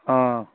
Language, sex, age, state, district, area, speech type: Assamese, male, 60+, Assam, Sivasagar, rural, conversation